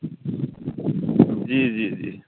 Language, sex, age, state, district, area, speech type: Urdu, male, 60+, Bihar, Supaul, rural, conversation